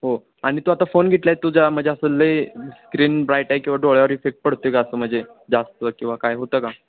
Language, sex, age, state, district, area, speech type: Marathi, male, 18-30, Maharashtra, Sangli, rural, conversation